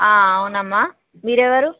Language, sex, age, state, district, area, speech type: Telugu, female, 18-30, Telangana, Hyderabad, urban, conversation